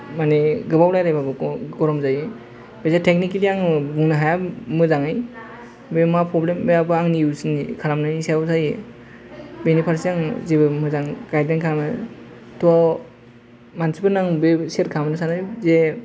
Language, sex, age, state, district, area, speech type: Bodo, male, 30-45, Assam, Kokrajhar, rural, spontaneous